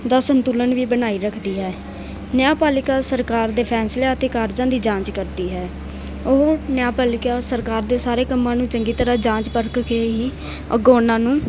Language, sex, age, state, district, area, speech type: Punjabi, female, 18-30, Punjab, Mansa, urban, spontaneous